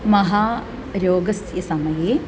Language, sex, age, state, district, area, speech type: Sanskrit, female, 18-30, Kerala, Thrissur, urban, spontaneous